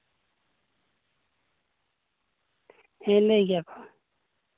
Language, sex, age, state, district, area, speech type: Santali, male, 18-30, Jharkhand, Seraikela Kharsawan, rural, conversation